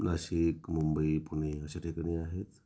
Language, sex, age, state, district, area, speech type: Marathi, male, 45-60, Maharashtra, Nashik, urban, spontaneous